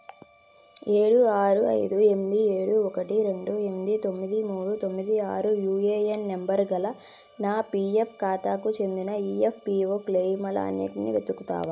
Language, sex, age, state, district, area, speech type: Telugu, female, 18-30, Andhra Pradesh, N T Rama Rao, urban, read